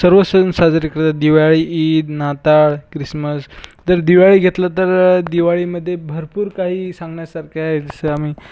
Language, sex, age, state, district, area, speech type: Marathi, male, 18-30, Maharashtra, Washim, urban, spontaneous